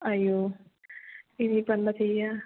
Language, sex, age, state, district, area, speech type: Malayalam, female, 18-30, Kerala, Wayanad, rural, conversation